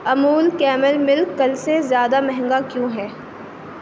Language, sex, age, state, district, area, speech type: Urdu, female, 45-60, Uttar Pradesh, Aligarh, urban, read